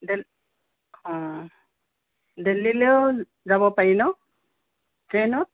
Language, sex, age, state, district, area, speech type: Assamese, female, 60+, Assam, Tinsukia, rural, conversation